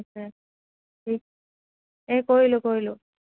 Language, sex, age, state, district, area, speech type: Assamese, female, 18-30, Assam, Kamrup Metropolitan, urban, conversation